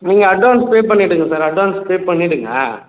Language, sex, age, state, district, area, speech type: Tamil, male, 18-30, Tamil Nadu, Cuddalore, rural, conversation